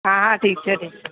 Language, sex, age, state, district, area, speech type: Gujarati, male, 18-30, Gujarat, Aravalli, urban, conversation